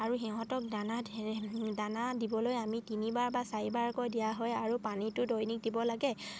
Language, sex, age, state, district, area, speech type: Assamese, female, 45-60, Assam, Dibrugarh, rural, spontaneous